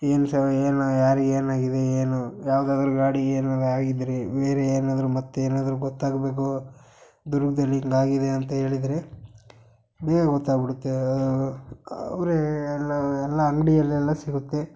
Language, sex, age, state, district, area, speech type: Kannada, male, 18-30, Karnataka, Chitradurga, rural, spontaneous